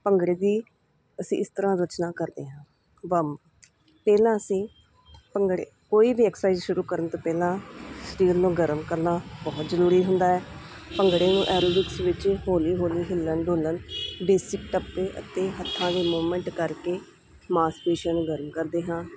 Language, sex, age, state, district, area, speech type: Punjabi, female, 30-45, Punjab, Hoshiarpur, urban, spontaneous